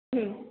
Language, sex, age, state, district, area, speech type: Marathi, female, 18-30, Maharashtra, Kolhapur, rural, conversation